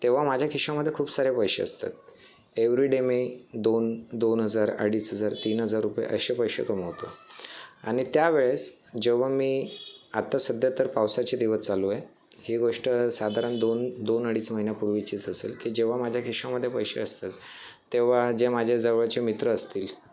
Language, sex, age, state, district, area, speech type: Marathi, male, 18-30, Maharashtra, Thane, urban, spontaneous